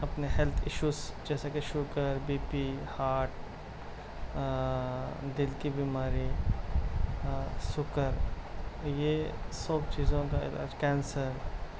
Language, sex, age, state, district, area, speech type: Urdu, male, 30-45, Telangana, Hyderabad, urban, spontaneous